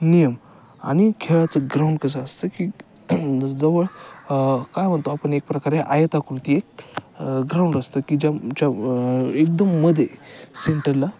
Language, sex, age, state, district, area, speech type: Marathi, male, 18-30, Maharashtra, Ahmednagar, rural, spontaneous